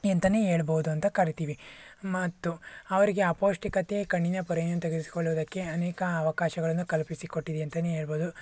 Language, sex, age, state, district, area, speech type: Kannada, male, 45-60, Karnataka, Tumkur, rural, spontaneous